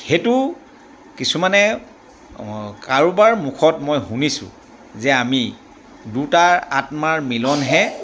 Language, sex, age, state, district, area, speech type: Assamese, male, 60+, Assam, Dibrugarh, rural, spontaneous